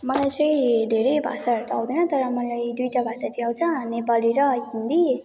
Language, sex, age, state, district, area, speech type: Nepali, female, 18-30, West Bengal, Jalpaiguri, rural, spontaneous